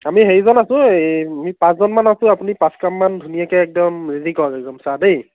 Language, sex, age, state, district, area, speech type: Assamese, male, 30-45, Assam, Dhemaji, rural, conversation